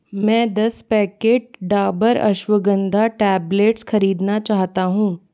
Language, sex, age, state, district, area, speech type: Hindi, female, 18-30, Rajasthan, Jaipur, urban, read